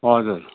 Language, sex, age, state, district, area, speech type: Nepali, male, 60+, West Bengal, Kalimpong, rural, conversation